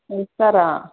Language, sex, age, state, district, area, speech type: Kannada, female, 60+, Karnataka, Kolar, rural, conversation